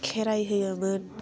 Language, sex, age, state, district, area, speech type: Bodo, female, 18-30, Assam, Udalguri, urban, spontaneous